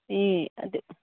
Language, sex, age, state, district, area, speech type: Manipuri, female, 45-60, Manipur, Churachandpur, urban, conversation